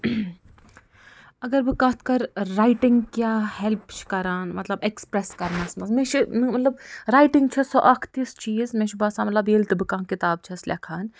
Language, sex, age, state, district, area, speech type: Kashmiri, female, 45-60, Jammu and Kashmir, Budgam, rural, spontaneous